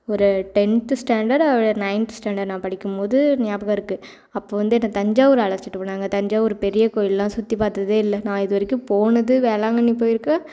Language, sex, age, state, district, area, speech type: Tamil, female, 18-30, Tamil Nadu, Thoothukudi, rural, spontaneous